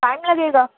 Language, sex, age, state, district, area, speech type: Urdu, female, 18-30, Uttar Pradesh, Gautam Buddha Nagar, urban, conversation